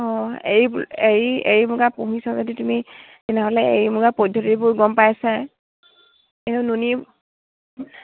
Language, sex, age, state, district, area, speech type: Assamese, female, 18-30, Assam, Dibrugarh, rural, conversation